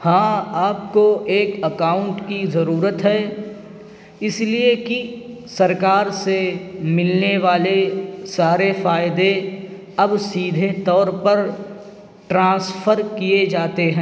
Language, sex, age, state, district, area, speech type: Urdu, male, 18-30, Uttar Pradesh, Siddharthnagar, rural, read